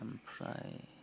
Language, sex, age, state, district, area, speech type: Bodo, male, 30-45, Assam, Udalguri, urban, spontaneous